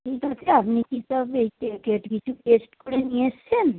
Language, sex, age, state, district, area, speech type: Bengali, female, 45-60, West Bengal, Howrah, urban, conversation